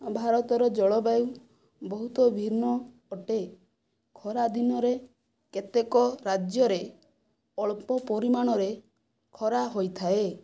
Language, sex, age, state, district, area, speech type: Odia, female, 45-60, Odisha, Kandhamal, rural, spontaneous